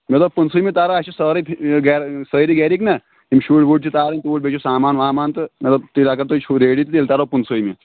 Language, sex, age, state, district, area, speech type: Kashmiri, male, 18-30, Jammu and Kashmir, Kulgam, rural, conversation